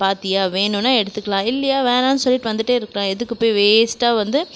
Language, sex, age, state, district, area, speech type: Tamil, female, 45-60, Tamil Nadu, Krishnagiri, rural, spontaneous